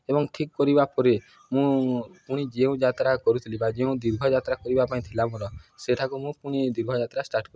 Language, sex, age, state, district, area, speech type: Odia, male, 18-30, Odisha, Nuapada, urban, spontaneous